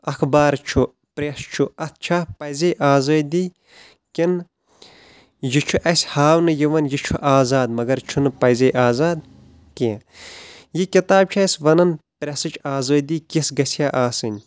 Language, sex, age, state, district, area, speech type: Kashmiri, male, 30-45, Jammu and Kashmir, Shopian, urban, spontaneous